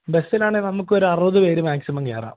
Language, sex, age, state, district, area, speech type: Malayalam, male, 18-30, Kerala, Idukki, rural, conversation